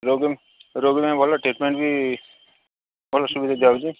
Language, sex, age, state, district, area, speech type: Odia, male, 45-60, Odisha, Sambalpur, rural, conversation